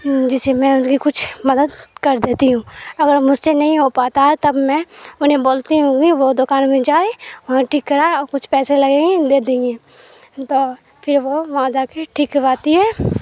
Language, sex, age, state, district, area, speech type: Urdu, female, 18-30, Bihar, Supaul, rural, spontaneous